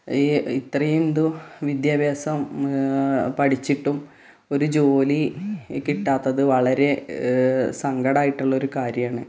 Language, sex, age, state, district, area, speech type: Malayalam, female, 30-45, Kerala, Malappuram, rural, spontaneous